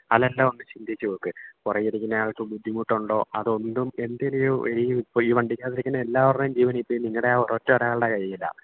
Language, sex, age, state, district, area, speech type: Malayalam, male, 18-30, Kerala, Kollam, rural, conversation